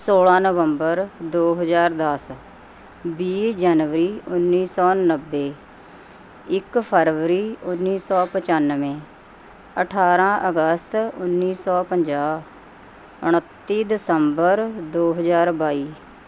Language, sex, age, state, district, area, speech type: Punjabi, female, 45-60, Punjab, Mohali, urban, spontaneous